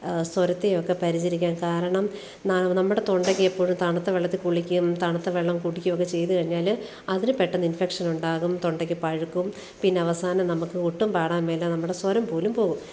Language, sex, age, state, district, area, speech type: Malayalam, female, 45-60, Kerala, Alappuzha, rural, spontaneous